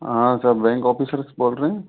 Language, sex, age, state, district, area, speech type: Hindi, male, 45-60, Rajasthan, Karauli, rural, conversation